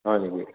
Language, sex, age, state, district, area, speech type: Assamese, male, 30-45, Assam, Kamrup Metropolitan, urban, conversation